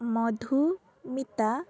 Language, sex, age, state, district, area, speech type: Odia, female, 18-30, Odisha, Kendrapara, urban, spontaneous